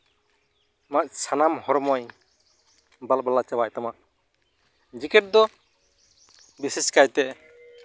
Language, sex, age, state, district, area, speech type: Santali, male, 30-45, West Bengal, Uttar Dinajpur, rural, spontaneous